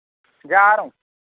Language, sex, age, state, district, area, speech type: Urdu, male, 18-30, Uttar Pradesh, Azamgarh, rural, conversation